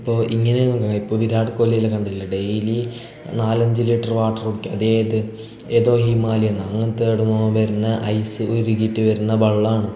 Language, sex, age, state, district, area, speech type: Malayalam, male, 18-30, Kerala, Kasaragod, urban, spontaneous